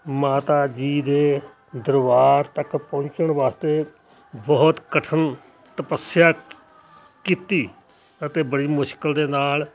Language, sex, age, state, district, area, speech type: Punjabi, male, 60+, Punjab, Hoshiarpur, rural, spontaneous